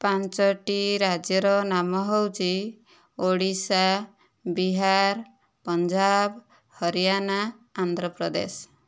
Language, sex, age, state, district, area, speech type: Odia, female, 60+, Odisha, Kandhamal, rural, spontaneous